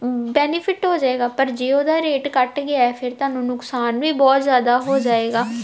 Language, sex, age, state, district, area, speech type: Punjabi, female, 18-30, Punjab, Tarn Taran, urban, spontaneous